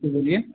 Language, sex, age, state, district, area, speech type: Hindi, male, 18-30, Uttar Pradesh, Azamgarh, rural, conversation